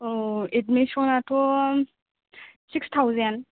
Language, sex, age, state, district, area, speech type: Bodo, female, 18-30, Assam, Kokrajhar, rural, conversation